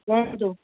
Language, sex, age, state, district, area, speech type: Odia, female, 45-60, Odisha, Angul, rural, conversation